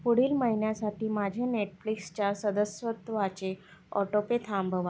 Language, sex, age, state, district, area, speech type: Marathi, female, 18-30, Maharashtra, Nagpur, urban, read